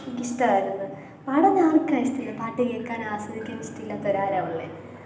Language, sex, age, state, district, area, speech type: Malayalam, female, 18-30, Kerala, Pathanamthitta, urban, spontaneous